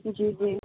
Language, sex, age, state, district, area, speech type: Maithili, female, 30-45, Bihar, Madhubani, rural, conversation